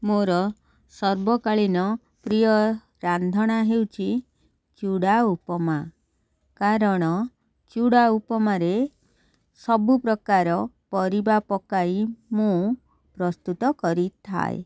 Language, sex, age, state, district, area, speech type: Odia, female, 45-60, Odisha, Kendrapara, urban, spontaneous